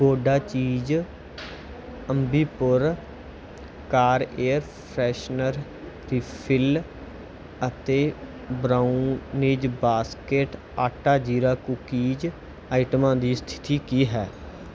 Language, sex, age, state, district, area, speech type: Punjabi, male, 30-45, Punjab, Bathinda, rural, read